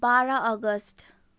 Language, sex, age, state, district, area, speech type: Nepali, female, 18-30, West Bengal, Jalpaiguri, rural, spontaneous